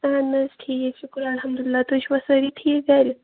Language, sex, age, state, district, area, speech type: Kashmiri, female, 18-30, Jammu and Kashmir, Kulgam, rural, conversation